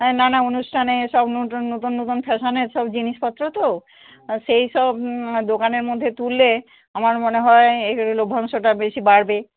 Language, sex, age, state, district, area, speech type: Bengali, female, 45-60, West Bengal, Darjeeling, urban, conversation